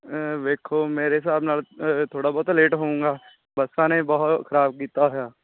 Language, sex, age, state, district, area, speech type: Punjabi, male, 18-30, Punjab, Bathinda, rural, conversation